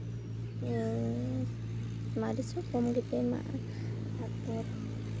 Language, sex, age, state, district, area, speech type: Santali, female, 18-30, West Bengal, Purulia, rural, spontaneous